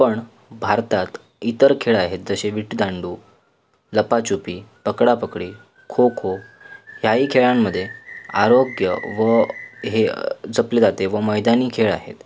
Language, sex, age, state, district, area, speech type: Marathi, male, 18-30, Maharashtra, Sindhudurg, rural, spontaneous